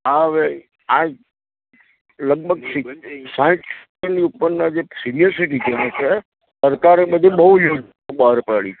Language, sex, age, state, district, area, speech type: Gujarati, male, 60+, Gujarat, Narmada, urban, conversation